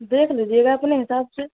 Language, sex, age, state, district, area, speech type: Urdu, female, 30-45, Delhi, New Delhi, urban, conversation